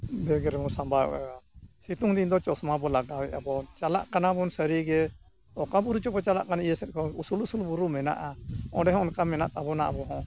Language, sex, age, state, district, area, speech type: Santali, male, 60+, Odisha, Mayurbhanj, rural, spontaneous